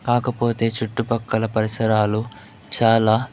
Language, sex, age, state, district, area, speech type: Telugu, male, 18-30, Andhra Pradesh, Chittoor, urban, spontaneous